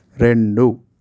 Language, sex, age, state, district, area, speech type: Telugu, male, 18-30, Telangana, Hyderabad, urban, read